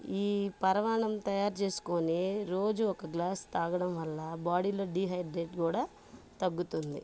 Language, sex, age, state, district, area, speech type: Telugu, female, 30-45, Andhra Pradesh, Bapatla, urban, spontaneous